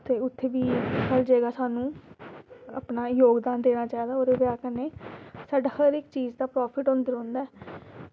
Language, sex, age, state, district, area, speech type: Dogri, female, 18-30, Jammu and Kashmir, Samba, urban, spontaneous